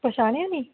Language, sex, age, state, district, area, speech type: Punjabi, female, 18-30, Punjab, Shaheed Bhagat Singh Nagar, urban, conversation